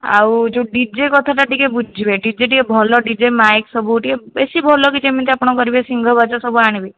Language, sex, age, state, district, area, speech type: Odia, female, 30-45, Odisha, Jajpur, rural, conversation